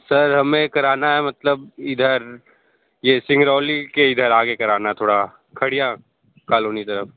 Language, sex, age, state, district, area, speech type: Hindi, male, 30-45, Uttar Pradesh, Sonbhadra, rural, conversation